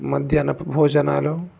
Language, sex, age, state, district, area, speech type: Telugu, male, 18-30, Telangana, Jangaon, urban, spontaneous